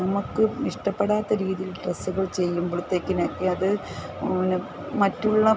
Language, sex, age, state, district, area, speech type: Malayalam, female, 45-60, Kerala, Kottayam, rural, spontaneous